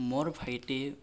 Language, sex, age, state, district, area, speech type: Assamese, male, 18-30, Assam, Barpeta, rural, spontaneous